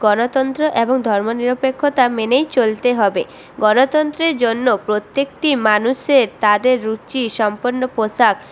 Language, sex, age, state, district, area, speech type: Bengali, female, 18-30, West Bengal, Purulia, urban, spontaneous